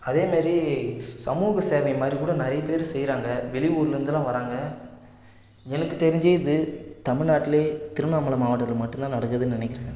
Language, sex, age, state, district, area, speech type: Tamil, male, 18-30, Tamil Nadu, Tiruvannamalai, rural, spontaneous